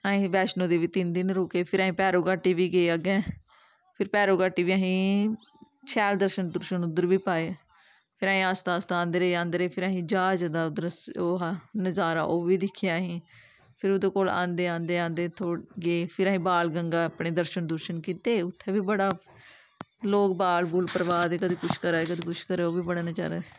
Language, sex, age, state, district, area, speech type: Dogri, female, 18-30, Jammu and Kashmir, Kathua, rural, spontaneous